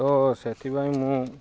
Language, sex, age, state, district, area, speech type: Odia, male, 30-45, Odisha, Ganjam, urban, spontaneous